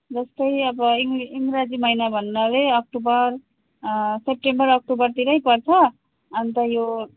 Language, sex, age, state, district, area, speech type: Nepali, female, 30-45, West Bengal, Darjeeling, rural, conversation